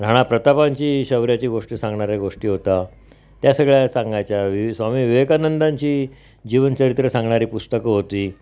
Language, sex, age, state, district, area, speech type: Marathi, male, 60+, Maharashtra, Mumbai Suburban, urban, spontaneous